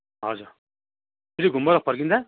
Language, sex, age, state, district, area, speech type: Nepali, male, 30-45, West Bengal, Darjeeling, rural, conversation